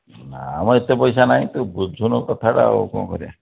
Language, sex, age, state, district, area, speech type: Odia, male, 45-60, Odisha, Dhenkanal, rural, conversation